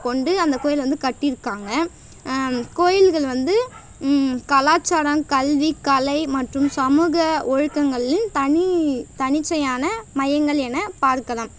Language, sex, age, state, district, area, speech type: Tamil, female, 18-30, Tamil Nadu, Tiruvannamalai, rural, spontaneous